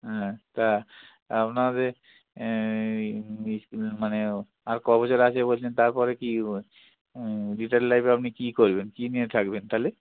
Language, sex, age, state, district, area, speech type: Bengali, male, 45-60, West Bengal, Hooghly, rural, conversation